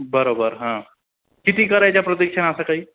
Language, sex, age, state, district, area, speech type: Marathi, male, 18-30, Maharashtra, Jalna, urban, conversation